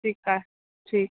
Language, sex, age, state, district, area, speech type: Sindhi, female, 18-30, Gujarat, Kutch, rural, conversation